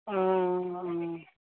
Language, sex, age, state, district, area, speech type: Assamese, female, 45-60, Assam, Sivasagar, rural, conversation